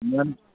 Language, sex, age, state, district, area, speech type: Kashmiri, male, 18-30, Jammu and Kashmir, Anantnag, rural, conversation